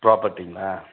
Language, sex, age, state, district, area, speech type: Tamil, male, 45-60, Tamil Nadu, Dharmapuri, urban, conversation